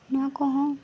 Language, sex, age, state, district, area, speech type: Santali, female, 18-30, West Bengal, Jhargram, rural, spontaneous